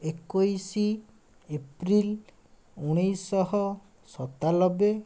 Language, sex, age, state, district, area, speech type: Odia, male, 18-30, Odisha, Bhadrak, rural, spontaneous